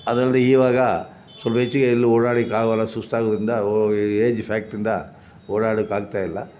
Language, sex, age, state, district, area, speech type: Kannada, male, 60+, Karnataka, Chamarajanagar, rural, spontaneous